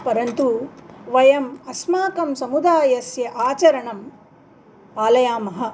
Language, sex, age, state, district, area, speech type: Sanskrit, female, 45-60, Andhra Pradesh, Nellore, urban, spontaneous